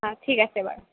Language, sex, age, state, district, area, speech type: Assamese, female, 18-30, Assam, Nalbari, rural, conversation